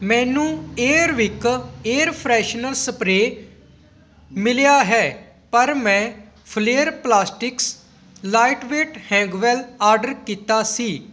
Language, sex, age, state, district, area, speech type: Punjabi, male, 18-30, Punjab, Patiala, rural, read